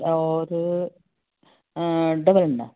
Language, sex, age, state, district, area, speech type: Hindi, female, 60+, Madhya Pradesh, Betul, urban, conversation